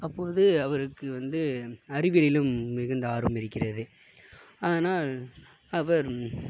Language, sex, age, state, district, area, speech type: Tamil, male, 18-30, Tamil Nadu, Mayiladuthurai, urban, spontaneous